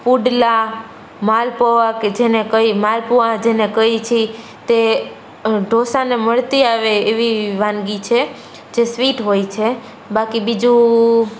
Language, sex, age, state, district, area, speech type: Gujarati, female, 18-30, Gujarat, Rajkot, urban, spontaneous